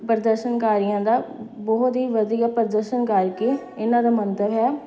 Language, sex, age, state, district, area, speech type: Punjabi, female, 30-45, Punjab, Amritsar, urban, spontaneous